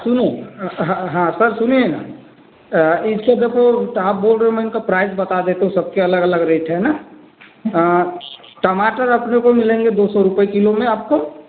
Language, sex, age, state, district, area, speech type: Hindi, male, 18-30, Madhya Pradesh, Balaghat, rural, conversation